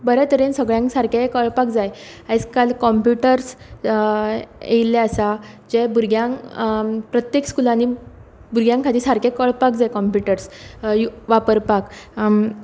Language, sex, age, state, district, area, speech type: Goan Konkani, female, 18-30, Goa, Tiswadi, rural, spontaneous